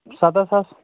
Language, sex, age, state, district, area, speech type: Kashmiri, male, 18-30, Jammu and Kashmir, Kulgam, urban, conversation